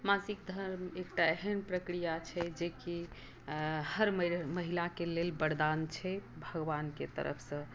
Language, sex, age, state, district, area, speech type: Maithili, female, 60+, Bihar, Madhubani, rural, spontaneous